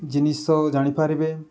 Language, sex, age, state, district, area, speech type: Odia, male, 45-60, Odisha, Nabarangpur, rural, spontaneous